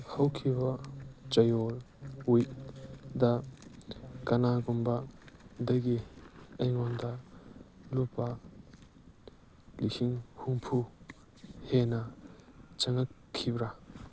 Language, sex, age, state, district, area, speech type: Manipuri, male, 18-30, Manipur, Kangpokpi, urban, read